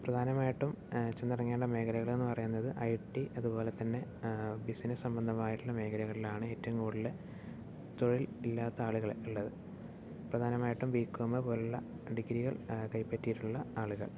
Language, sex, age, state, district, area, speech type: Malayalam, male, 30-45, Kerala, Palakkad, rural, spontaneous